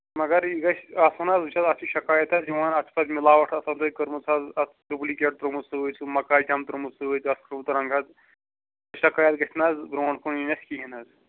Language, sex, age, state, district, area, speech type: Kashmiri, male, 18-30, Jammu and Kashmir, Pulwama, rural, conversation